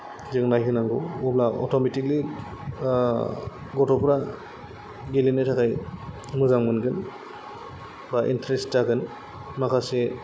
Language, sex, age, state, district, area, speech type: Bodo, male, 30-45, Assam, Kokrajhar, rural, spontaneous